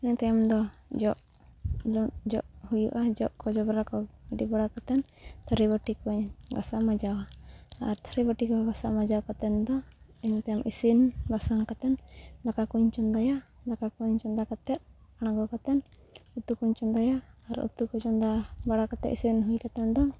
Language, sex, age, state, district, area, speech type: Santali, female, 30-45, Jharkhand, Seraikela Kharsawan, rural, spontaneous